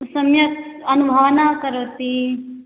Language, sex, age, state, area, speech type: Sanskrit, female, 18-30, Assam, rural, conversation